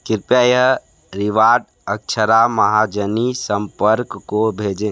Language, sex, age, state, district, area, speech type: Hindi, male, 60+, Uttar Pradesh, Sonbhadra, rural, read